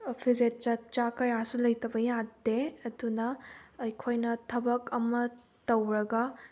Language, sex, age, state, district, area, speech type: Manipuri, female, 18-30, Manipur, Bishnupur, rural, spontaneous